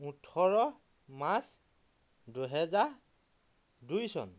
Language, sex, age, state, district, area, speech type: Assamese, male, 30-45, Assam, Dhemaji, rural, spontaneous